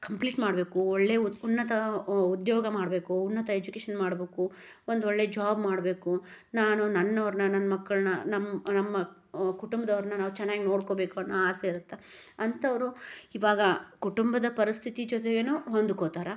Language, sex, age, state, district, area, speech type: Kannada, female, 30-45, Karnataka, Gadag, rural, spontaneous